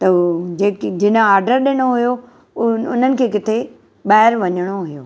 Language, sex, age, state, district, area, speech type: Sindhi, female, 60+, Maharashtra, Thane, urban, spontaneous